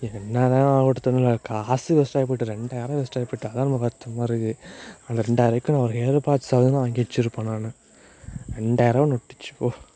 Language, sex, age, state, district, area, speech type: Tamil, male, 30-45, Tamil Nadu, Mayiladuthurai, urban, spontaneous